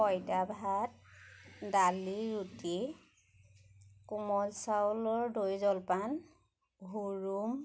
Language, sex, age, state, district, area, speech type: Assamese, female, 30-45, Assam, Majuli, urban, spontaneous